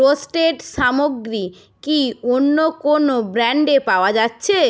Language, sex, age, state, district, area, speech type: Bengali, female, 18-30, West Bengal, Jhargram, rural, read